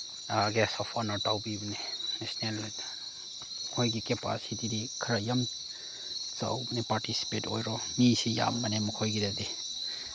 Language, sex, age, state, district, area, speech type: Manipuri, male, 30-45, Manipur, Chandel, rural, spontaneous